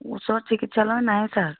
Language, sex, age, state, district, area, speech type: Assamese, female, 30-45, Assam, Majuli, rural, conversation